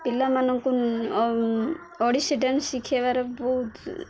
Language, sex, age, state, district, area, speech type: Odia, female, 18-30, Odisha, Koraput, urban, spontaneous